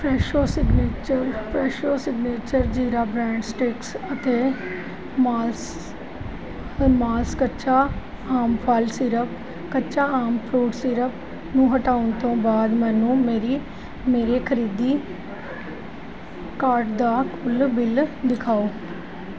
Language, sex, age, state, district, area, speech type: Punjabi, female, 45-60, Punjab, Gurdaspur, urban, read